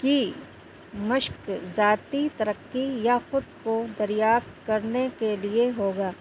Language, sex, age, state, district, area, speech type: Urdu, female, 30-45, Uttar Pradesh, Shahjahanpur, urban, spontaneous